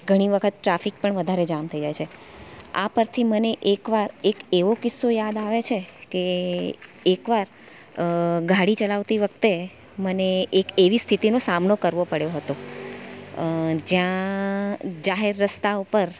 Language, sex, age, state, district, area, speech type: Gujarati, female, 30-45, Gujarat, Valsad, rural, spontaneous